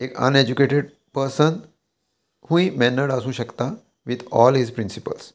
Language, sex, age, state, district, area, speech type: Goan Konkani, male, 30-45, Goa, Murmgao, rural, spontaneous